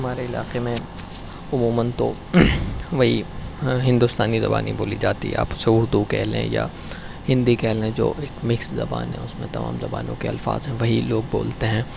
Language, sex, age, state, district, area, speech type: Urdu, male, 18-30, Uttar Pradesh, Shahjahanpur, urban, spontaneous